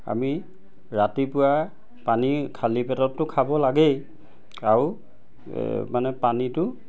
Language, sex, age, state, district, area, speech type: Assamese, male, 45-60, Assam, Majuli, urban, spontaneous